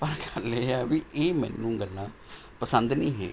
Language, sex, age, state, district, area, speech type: Punjabi, male, 60+, Punjab, Mohali, urban, spontaneous